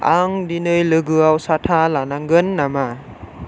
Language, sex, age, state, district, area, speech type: Bodo, male, 18-30, Assam, Chirang, rural, read